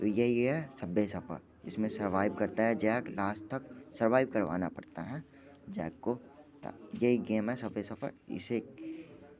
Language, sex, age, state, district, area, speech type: Hindi, male, 18-30, Bihar, Muzaffarpur, rural, spontaneous